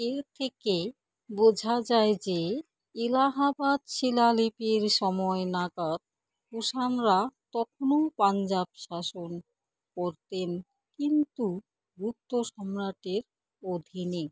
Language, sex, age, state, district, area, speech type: Bengali, female, 30-45, West Bengal, Alipurduar, rural, read